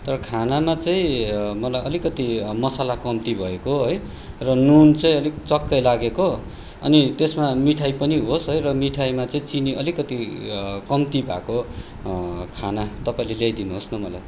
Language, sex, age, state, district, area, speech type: Nepali, male, 30-45, West Bengal, Darjeeling, rural, spontaneous